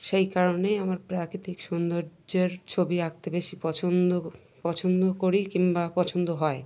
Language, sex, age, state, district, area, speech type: Bengali, female, 30-45, West Bengal, Birbhum, urban, spontaneous